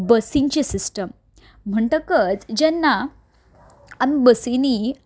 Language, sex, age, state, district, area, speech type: Goan Konkani, female, 30-45, Goa, Ponda, rural, spontaneous